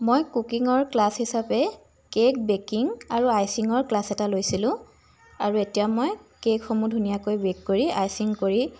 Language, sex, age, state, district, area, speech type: Assamese, female, 45-60, Assam, Tinsukia, rural, spontaneous